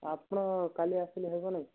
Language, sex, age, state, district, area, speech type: Odia, male, 18-30, Odisha, Malkangiri, urban, conversation